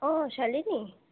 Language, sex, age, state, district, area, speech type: Assamese, female, 30-45, Assam, Sonitpur, rural, conversation